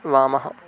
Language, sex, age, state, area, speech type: Sanskrit, male, 18-30, Madhya Pradesh, urban, read